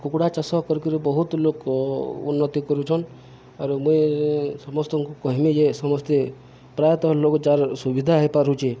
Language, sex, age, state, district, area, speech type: Odia, male, 45-60, Odisha, Subarnapur, urban, spontaneous